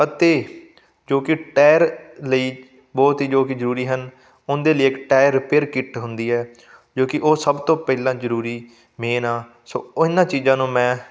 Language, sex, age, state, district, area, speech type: Punjabi, male, 18-30, Punjab, Fazilka, rural, spontaneous